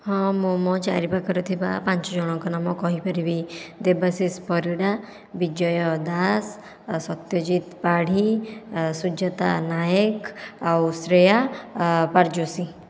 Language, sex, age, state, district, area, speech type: Odia, female, 45-60, Odisha, Khordha, rural, spontaneous